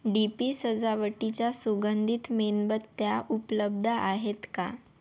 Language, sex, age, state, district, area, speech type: Marathi, female, 30-45, Maharashtra, Yavatmal, rural, read